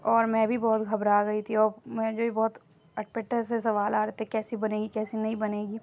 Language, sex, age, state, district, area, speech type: Urdu, female, 18-30, Uttar Pradesh, Lucknow, rural, spontaneous